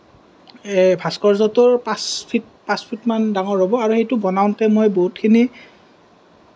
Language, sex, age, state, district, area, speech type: Assamese, male, 30-45, Assam, Kamrup Metropolitan, urban, spontaneous